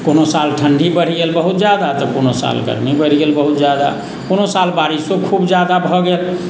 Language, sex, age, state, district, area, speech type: Maithili, male, 45-60, Bihar, Sitamarhi, urban, spontaneous